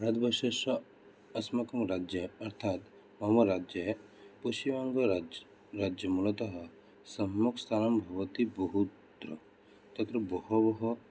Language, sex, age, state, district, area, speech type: Sanskrit, male, 18-30, West Bengal, Cooch Behar, rural, spontaneous